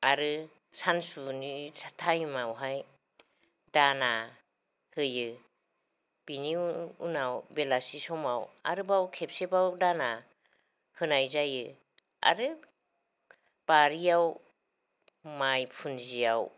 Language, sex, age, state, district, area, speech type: Bodo, female, 45-60, Assam, Kokrajhar, rural, spontaneous